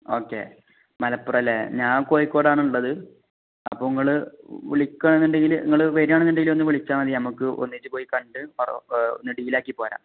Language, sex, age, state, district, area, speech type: Malayalam, male, 18-30, Kerala, Kozhikode, rural, conversation